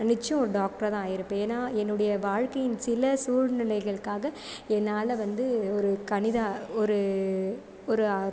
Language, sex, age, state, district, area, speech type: Tamil, female, 30-45, Tamil Nadu, Sivaganga, rural, spontaneous